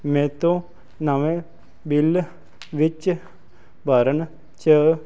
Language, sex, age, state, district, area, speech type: Punjabi, male, 30-45, Punjab, Fazilka, rural, spontaneous